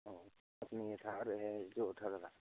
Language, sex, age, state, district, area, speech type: Hindi, male, 18-30, Rajasthan, Nagaur, rural, conversation